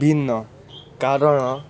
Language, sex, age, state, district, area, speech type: Odia, male, 18-30, Odisha, Cuttack, urban, spontaneous